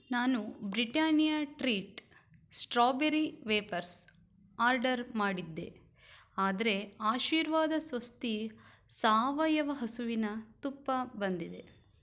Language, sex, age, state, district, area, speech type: Kannada, female, 18-30, Karnataka, Shimoga, rural, read